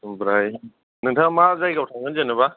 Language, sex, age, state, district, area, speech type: Bodo, male, 45-60, Assam, Kokrajhar, rural, conversation